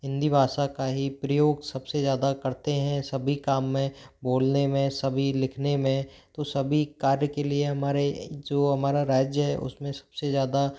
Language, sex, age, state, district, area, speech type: Hindi, male, 30-45, Rajasthan, Jodhpur, rural, spontaneous